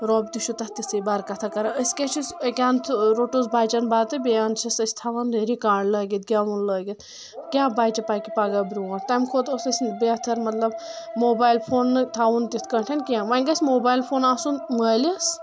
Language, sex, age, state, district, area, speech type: Kashmiri, female, 18-30, Jammu and Kashmir, Anantnag, rural, spontaneous